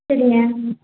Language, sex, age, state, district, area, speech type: Tamil, female, 18-30, Tamil Nadu, Nilgiris, rural, conversation